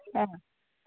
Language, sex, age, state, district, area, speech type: Malayalam, female, 60+, Kerala, Idukki, rural, conversation